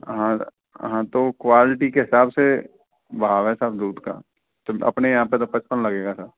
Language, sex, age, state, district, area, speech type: Hindi, male, 30-45, Rajasthan, Karauli, rural, conversation